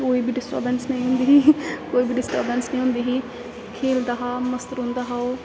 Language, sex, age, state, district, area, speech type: Dogri, female, 18-30, Jammu and Kashmir, Samba, rural, spontaneous